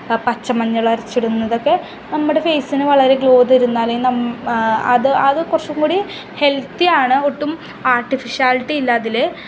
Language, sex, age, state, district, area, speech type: Malayalam, female, 18-30, Kerala, Ernakulam, rural, spontaneous